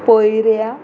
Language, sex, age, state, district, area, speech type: Goan Konkani, female, 30-45, Goa, Murmgao, urban, spontaneous